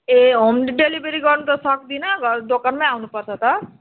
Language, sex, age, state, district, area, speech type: Nepali, female, 45-60, West Bengal, Darjeeling, rural, conversation